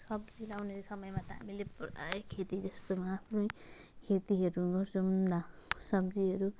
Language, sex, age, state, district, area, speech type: Nepali, female, 30-45, West Bengal, Jalpaiguri, rural, spontaneous